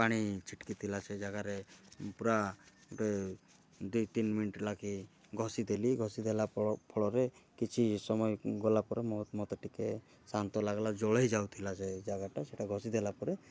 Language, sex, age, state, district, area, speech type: Odia, male, 30-45, Odisha, Kalahandi, rural, spontaneous